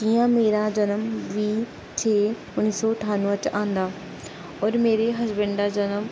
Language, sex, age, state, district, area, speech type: Dogri, female, 18-30, Jammu and Kashmir, Samba, rural, spontaneous